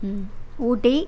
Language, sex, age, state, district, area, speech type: Tamil, female, 30-45, Tamil Nadu, Coimbatore, rural, spontaneous